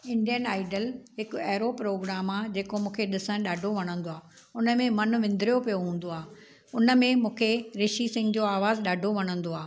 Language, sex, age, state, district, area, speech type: Sindhi, female, 60+, Maharashtra, Thane, urban, spontaneous